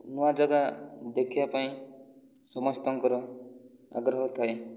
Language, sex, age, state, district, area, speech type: Odia, male, 18-30, Odisha, Kandhamal, rural, spontaneous